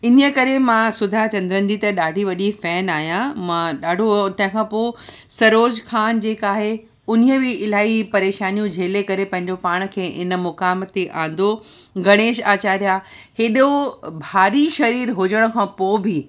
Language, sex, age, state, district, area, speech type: Sindhi, female, 30-45, Uttar Pradesh, Lucknow, urban, spontaneous